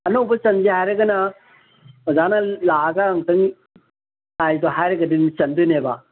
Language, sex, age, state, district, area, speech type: Manipuri, male, 60+, Manipur, Kangpokpi, urban, conversation